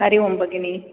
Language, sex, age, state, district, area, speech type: Sanskrit, female, 45-60, Karnataka, Dakshina Kannada, urban, conversation